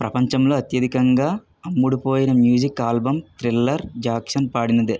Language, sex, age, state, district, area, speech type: Telugu, male, 45-60, Andhra Pradesh, Kakinada, urban, spontaneous